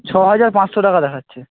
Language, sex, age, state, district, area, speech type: Bengali, male, 18-30, West Bengal, Jhargram, rural, conversation